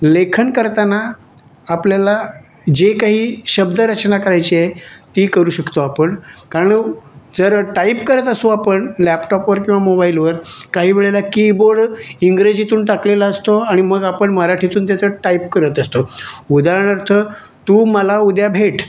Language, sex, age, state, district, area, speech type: Marathi, male, 45-60, Maharashtra, Raigad, rural, spontaneous